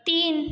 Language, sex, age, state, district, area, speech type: Hindi, female, 30-45, Rajasthan, Jodhpur, urban, read